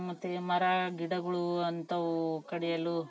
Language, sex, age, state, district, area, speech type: Kannada, female, 30-45, Karnataka, Vijayanagara, rural, spontaneous